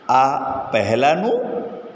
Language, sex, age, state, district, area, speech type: Gujarati, male, 60+, Gujarat, Morbi, urban, read